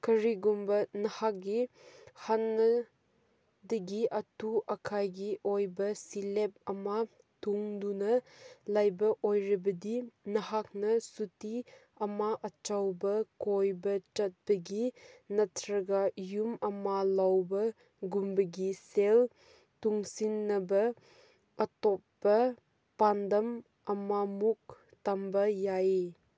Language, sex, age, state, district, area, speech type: Manipuri, female, 18-30, Manipur, Kangpokpi, rural, read